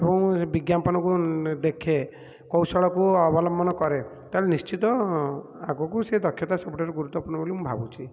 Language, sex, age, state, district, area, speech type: Odia, male, 30-45, Odisha, Puri, urban, spontaneous